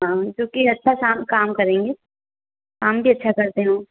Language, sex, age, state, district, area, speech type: Hindi, female, 18-30, Madhya Pradesh, Ujjain, urban, conversation